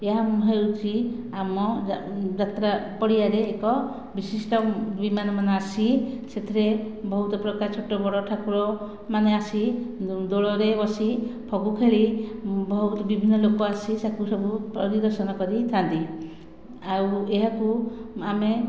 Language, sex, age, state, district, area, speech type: Odia, female, 45-60, Odisha, Khordha, rural, spontaneous